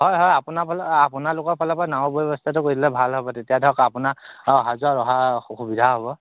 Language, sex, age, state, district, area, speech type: Assamese, male, 30-45, Assam, Dhemaji, rural, conversation